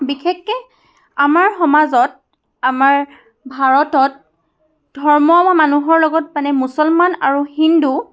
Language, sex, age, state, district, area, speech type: Assamese, female, 18-30, Assam, Charaideo, urban, spontaneous